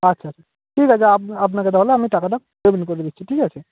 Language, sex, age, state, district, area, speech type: Bengali, male, 18-30, West Bengal, Purba Medinipur, rural, conversation